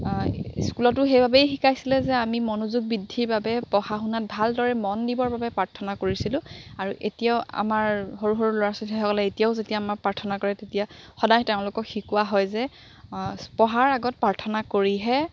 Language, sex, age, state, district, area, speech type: Assamese, female, 30-45, Assam, Golaghat, urban, spontaneous